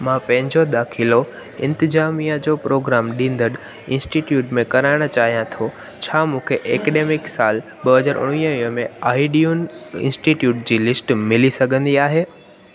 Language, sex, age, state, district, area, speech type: Sindhi, male, 18-30, Gujarat, Junagadh, rural, read